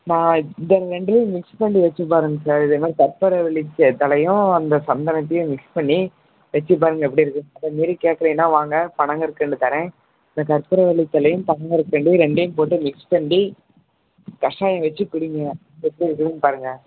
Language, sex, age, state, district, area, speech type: Tamil, male, 18-30, Tamil Nadu, Salem, rural, conversation